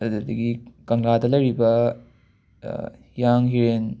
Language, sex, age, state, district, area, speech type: Manipuri, male, 45-60, Manipur, Imphal West, urban, spontaneous